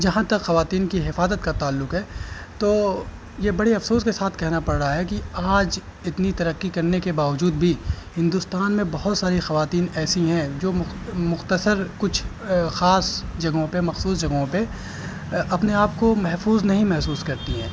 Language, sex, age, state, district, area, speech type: Urdu, male, 30-45, Uttar Pradesh, Azamgarh, rural, spontaneous